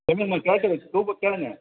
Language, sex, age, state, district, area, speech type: Tamil, male, 60+, Tamil Nadu, Madurai, rural, conversation